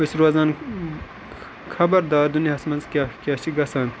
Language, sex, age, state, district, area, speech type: Kashmiri, male, 18-30, Jammu and Kashmir, Ganderbal, rural, spontaneous